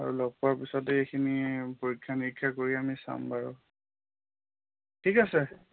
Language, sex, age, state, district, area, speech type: Assamese, male, 30-45, Assam, Majuli, urban, conversation